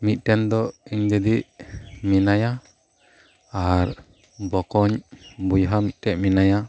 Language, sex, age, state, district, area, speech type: Santali, male, 30-45, West Bengal, Birbhum, rural, spontaneous